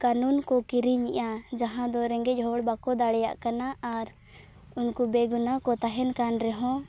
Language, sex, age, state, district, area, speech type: Santali, female, 18-30, Jharkhand, Seraikela Kharsawan, rural, spontaneous